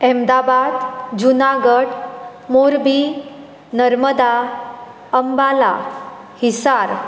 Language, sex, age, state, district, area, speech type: Goan Konkani, female, 18-30, Goa, Bardez, rural, spontaneous